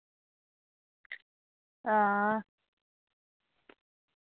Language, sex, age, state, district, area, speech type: Dogri, female, 18-30, Jammu and Kashmir, Reasi, rural, conversation